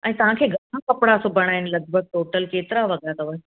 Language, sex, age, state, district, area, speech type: Sindhi, female, 45-60, Gujarat, Surat, urban, conversation